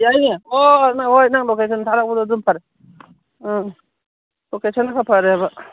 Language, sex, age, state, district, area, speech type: Manipuri, female, 45-60, Manipur, Kangpokpi, urban, conversation